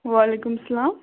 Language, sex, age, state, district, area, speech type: Kashmiri, female, 30-45, Jammu and Kashmir, Bandipora, rural, conversation